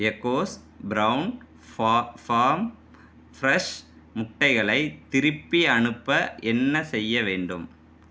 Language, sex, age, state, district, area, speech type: Tamil, male, 45-60, Tamil Nadu, Mayiladuthurai, urban, read